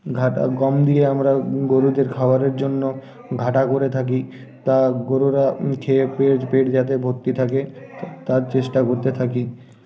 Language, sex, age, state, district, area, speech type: Bengali, male, 18-30, West Bengal, Uttar Dinajpur, urban, spontaneous